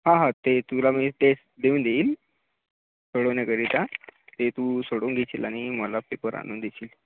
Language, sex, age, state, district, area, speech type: Marathi, male, 18-30, Maharashtra, Gadchiroli, rural, conversation